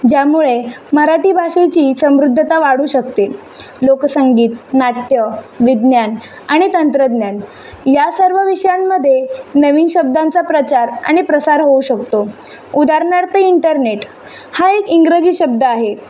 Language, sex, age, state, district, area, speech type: Marathi, female, 18-30, Maharashtra, Mumbai City, urban, spontaneous